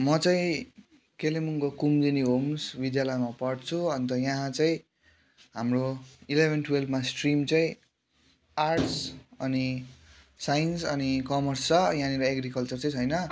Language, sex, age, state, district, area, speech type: Nepali, male, 18-30, West Bengal, Kalimpong, rural, spontaneous